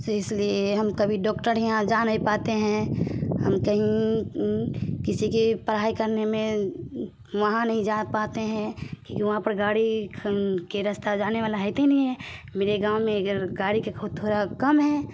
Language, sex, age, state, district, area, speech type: Hindi, female, 18-30, Bihar, Samastipur, urban, spontaneous